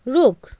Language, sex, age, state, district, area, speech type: Nepali, female, 30-45, West Bengal, Kalimpong, rural, read